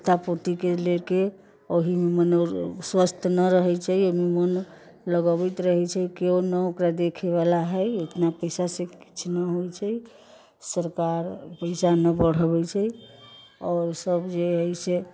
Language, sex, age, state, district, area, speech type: Maithili, female, 60+, Bihar, Sitamarhi, rural, spontaneous